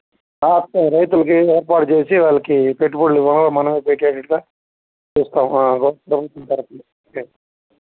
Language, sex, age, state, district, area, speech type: Telugu, male, 45-60, Andhra Pradesh, Nellore, urban, conversation